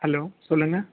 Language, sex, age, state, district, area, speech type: Tamil, male, 18-30, Tamil Nadu, Perambalur, urban, conversation